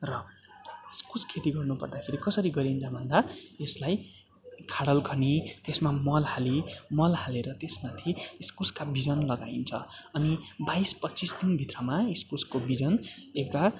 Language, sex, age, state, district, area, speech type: Nepali, male, 18-30, West Bengal, Darjeeling, rural, spontaneous